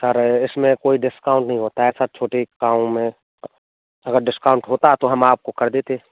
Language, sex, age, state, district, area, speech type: Hindi, male, 18-30, Rajasthan, Bharatpur, rural, conversation